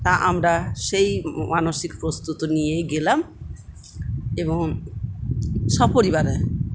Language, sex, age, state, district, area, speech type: Bengali, female, 60+, West Bengal, Purulia, rural, spontaneous